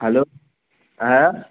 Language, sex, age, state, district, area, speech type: Bengali, male, 18-30, West Bengal, Darjeeling, urban, conversation